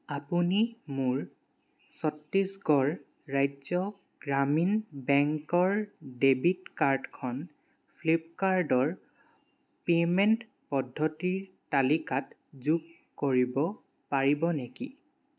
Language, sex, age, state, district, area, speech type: Assamese, male, 18-30, Assam, Charaideo, urban, read